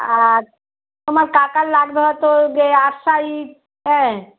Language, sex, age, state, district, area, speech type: Bengali, female, 45-60, West Bengal, Darjeeling, rural, conversation